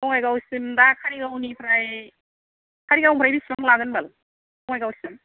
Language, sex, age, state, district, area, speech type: Bodo, female, 60+, Assam, Kokrajhar, rural, conversation